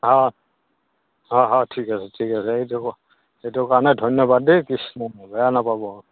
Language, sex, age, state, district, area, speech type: Assamese, male, 60+, Assam, Dhemaji, rural, conversation